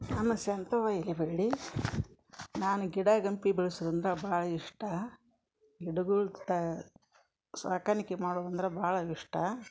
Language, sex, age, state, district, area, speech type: Kannada, female, 60+, Karnataka, Gadag, urban, spontaneous